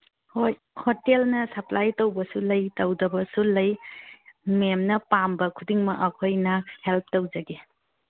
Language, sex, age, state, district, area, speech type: Manipuri, female, 45-60, Manipur, Churachandpur, urban, conversation